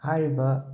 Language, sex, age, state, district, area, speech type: Manipuri, male, 18-30, Manipur, Thoubal, rural, spontaneous